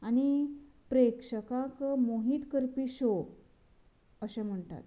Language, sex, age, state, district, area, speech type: Goan Konkani, female, 30-45, Goa, Canacona, rural, spontaneous